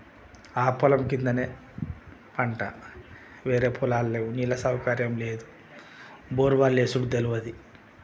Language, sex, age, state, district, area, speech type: Telugu, male, 45-60, Telangana, Mancherial, rural, spontaneous